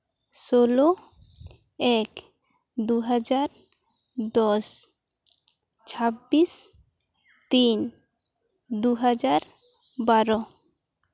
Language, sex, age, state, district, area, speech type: Santali, female, 18-30, West Bengal, Jhargram, rural, spontaneous